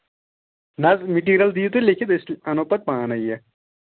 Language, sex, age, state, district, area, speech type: Kashmiri, male, 18-30, Jammu and Kashmir, Anantnag, rural, conversation